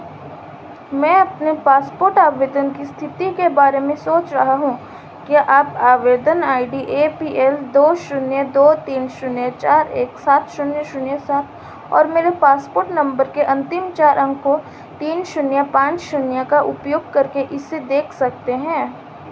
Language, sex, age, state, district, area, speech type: Hindi, female, 18-30, Madhya Pradesh, Seoni, urban, read